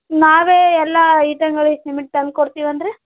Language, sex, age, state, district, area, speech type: Kannada, female, 18-30, Karnataka, Vijayanagara, rural, conversation